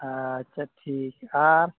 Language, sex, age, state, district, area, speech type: Santali, male, 30-45, Jharkhand, East Singhbhum, rural, conversation